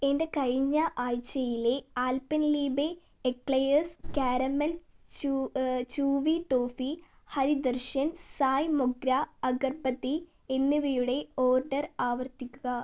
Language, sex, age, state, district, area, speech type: Malayalam, female, 18-30, Kerala, Wayanad, rural, read